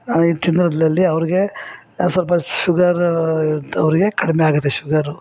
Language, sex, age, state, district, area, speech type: Kannada, female, 60+, Karnataka, Bangalore Urban, rural, spontaneous